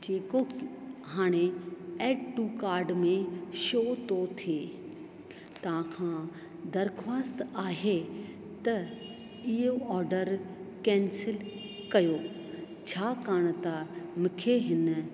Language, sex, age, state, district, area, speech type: Sindhi, female, 45-60, Rajasthan, Ajmer, urban, spontaneous